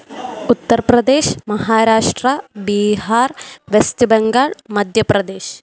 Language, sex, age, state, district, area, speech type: Malayalam, female, 18-30, Kerala, Pathanamthitta, rural, spontaneous